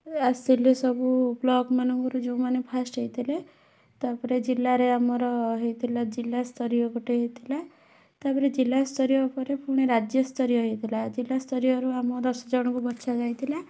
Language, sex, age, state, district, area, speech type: Odia, female, 18-30, Odisha, Bhadrak, rural, spontaneous